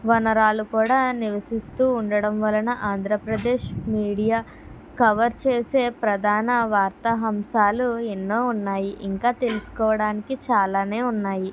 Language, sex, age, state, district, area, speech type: Telugu, female, 30-45, Andhra Pradesh, Kakinada, urban, spontaneous